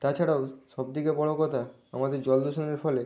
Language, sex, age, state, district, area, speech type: Bengali, male, 18-30, West Bengal, Nadia, rural, spontaneous